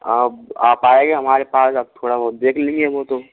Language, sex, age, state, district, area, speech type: Hindi, male, 60+, Rajasthan, Karauli, rural, conversation